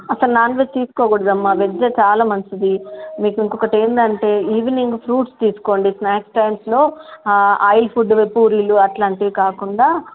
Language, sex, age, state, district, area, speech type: Telugu, female, 45-60, Telangana, Nizamabad, rural, conversation